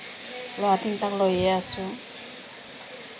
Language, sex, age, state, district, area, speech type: Assamese, female, 30-45, Assam, Kamrup Metropolitan, urban, spontaneous